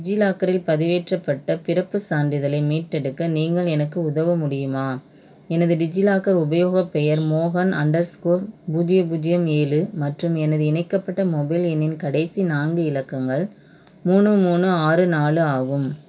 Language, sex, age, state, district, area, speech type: Tamil, female, 30-45, Tamil Nadu, Madurai, urban, read